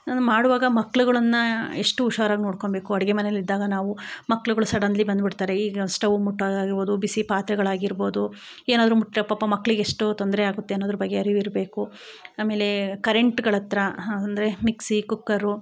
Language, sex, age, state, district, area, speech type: Kannada, female, 45-60, Karnataka, Chikkamagaluru, rural, spontaneous